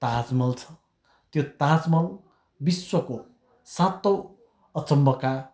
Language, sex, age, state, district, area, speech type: Nepali, male, 60+, West Bengal, Kalimpong, rural, spontaneous